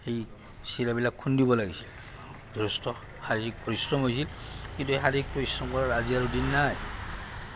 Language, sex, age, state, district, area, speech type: Assamese, male, 60+, Assam, Goalpara, urban, spontaneous